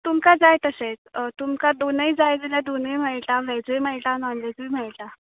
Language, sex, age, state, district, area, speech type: Goan Konkani, female, 18-30, Goa, Canacona, rural, conversation